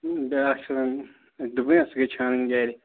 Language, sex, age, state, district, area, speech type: Kashmiri, male, 18-30, Jammu and Kashmir, Ganderbal, rural, conversation